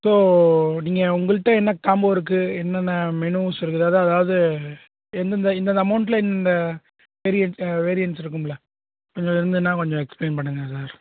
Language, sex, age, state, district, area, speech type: Tamil, male, 18-30, Tamil Nadu, Perambalur, rural, conversation